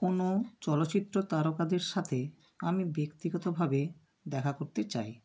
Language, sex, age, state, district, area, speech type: Bengali, female, 60+, West Bengal, Bankura, urban, spontaneous